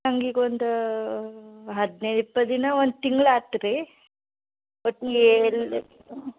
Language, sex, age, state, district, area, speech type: Kannada, female, 60+, Karnataka, Belgaum, rural, conversation